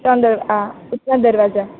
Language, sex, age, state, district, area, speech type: Gujarati, female, 18-30, Gujarat, Valsad, rural, conversation